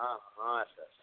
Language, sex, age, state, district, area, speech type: Odia, female, 60+, Odisha, Sundergarh, rural, conversation